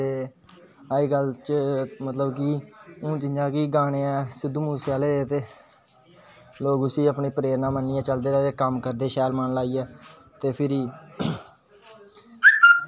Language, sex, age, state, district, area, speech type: Dogri, male, 18-30, Jammu and Kashmir, Kathua, rural, spontaneous